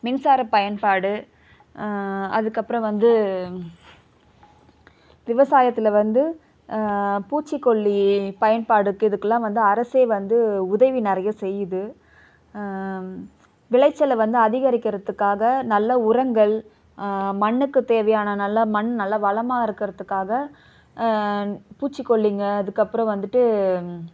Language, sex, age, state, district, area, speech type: Tamil, female, 30-45, Tamil Nadu, Chennai, urban, spontaneous